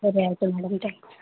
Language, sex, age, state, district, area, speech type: Kannada, female, 18-30, Karnataka, Hassan, rural, conversation